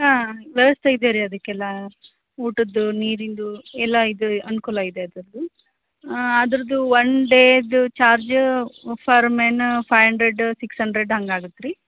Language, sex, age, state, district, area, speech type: Kannada, female, 30-45, Karnataka, Gadag, rural, conversation